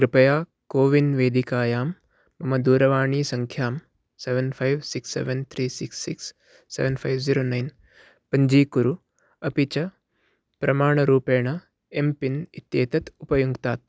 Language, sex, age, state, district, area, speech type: Sanskrit, male, 18-30, Karnataka, Uttara Kannada, urban, read